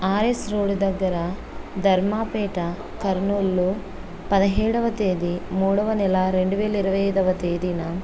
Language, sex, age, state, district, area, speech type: Telugu, female, 30-45, Andhra Pradesh, Kurnool, rural, spontaneous